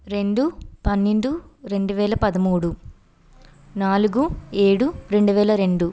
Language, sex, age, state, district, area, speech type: Telugu, female, 18-30, Andhra Pradesh, Vizianagaram, rural, spontaneous